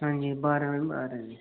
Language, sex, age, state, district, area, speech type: Dogri, male, 18-30, Jammu and Kashmir, Udhampur, rural, conversation